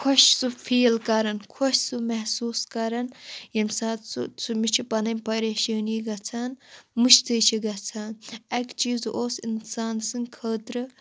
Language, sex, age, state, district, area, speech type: Kashmiri, female, 18-30, Jammu and Kashmir, Shopian, rural, spontaneous